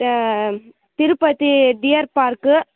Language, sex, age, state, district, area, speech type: Telugu, female, 18-30, Andhra Pradesh, Sri Balaji, rural, conversation